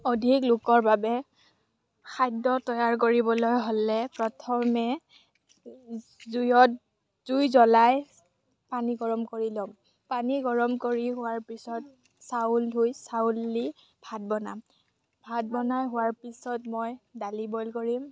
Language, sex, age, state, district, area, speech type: Assamese, female, 18-30, Assam, Kamrup Metropolitan, rural, spontaneous